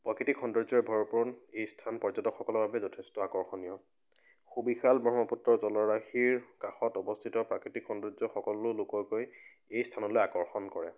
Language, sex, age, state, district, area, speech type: Assamese, male, 18-30, Assam, Biswanath, rural, spontaneous